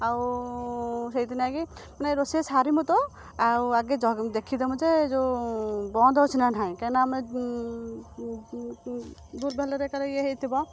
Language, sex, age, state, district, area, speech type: Odia, female, 45-60, Odisha, Kendujhar, urban, spontaneous